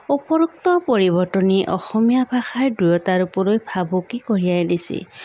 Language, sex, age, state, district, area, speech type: Assamese, female, 30-45, Assam, Sonitpur, rural, spontaneous